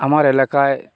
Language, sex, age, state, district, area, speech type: Bengali, male, 60+, West Bengal, North 24 Parganas, rural, spontaneous